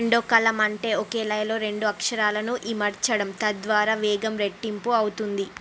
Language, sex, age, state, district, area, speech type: Telugu, female, 30-45, Andhra Pradesh, Srikakulam, urban, read